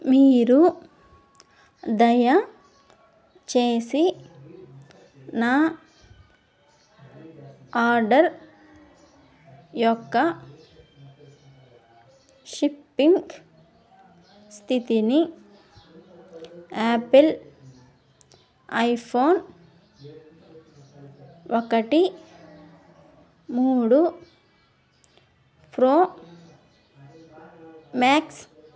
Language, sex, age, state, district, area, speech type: Telugu, female, 18-30, Andhra Pradesh, Nellore, rural, read